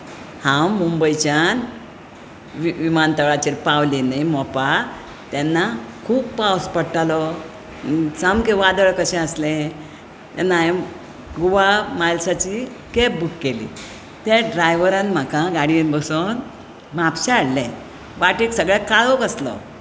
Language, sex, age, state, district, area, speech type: Goan Konkani, female, 60+, Goa, Bardez, urban, spontaneous